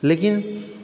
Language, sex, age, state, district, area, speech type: Maithili, male, 30-45, Bihar, Supaul, rural, spontaneous